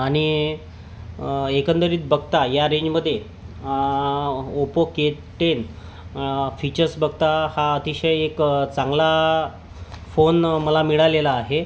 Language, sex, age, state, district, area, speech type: Marathi, male, 30-45, Maharashtra, Yavatmal, rural, spontaneous